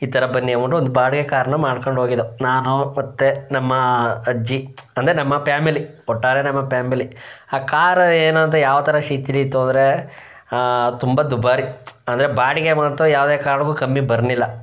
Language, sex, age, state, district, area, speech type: Kannada, male, 18-30, Karnataka, Chamarajanagar, rural, spontaneous